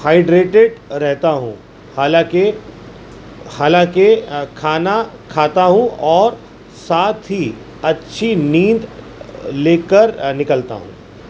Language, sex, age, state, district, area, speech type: Urdu, male, 45-60, Uttar Pradesh, Gautam Buddha Nagar, urban, spontaneous